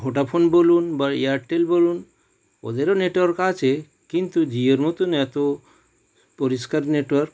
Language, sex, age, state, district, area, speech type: Bengali, male, 45-60, West Bengal, Howrah, urban, spontaneous